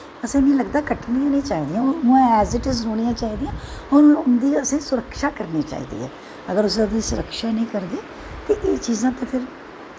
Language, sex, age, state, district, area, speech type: Dogri, female, 45-60, Jammu and Kashmir, Udhampur, urban, spontaneous